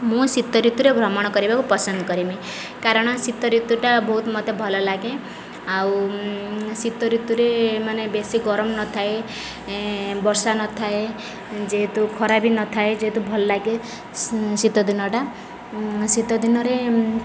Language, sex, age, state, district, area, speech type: Odia, female, 30-45, Odisha, Sundergarh, urban, spontaneous